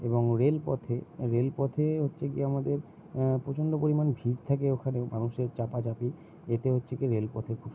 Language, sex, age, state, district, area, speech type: Bengali, male, 60+, West Bengal, Purba Bardhaman, rural, spontaneous